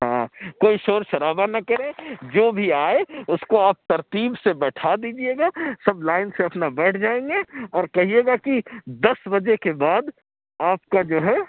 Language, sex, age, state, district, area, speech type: Urdu, male, 60+, Uttar Pradesh, Lucknow, urban, conversation